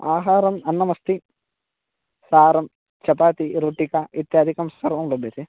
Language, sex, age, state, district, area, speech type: Sanskrit, male, 18-30, Karnataka, Bagalkot, rural, conversation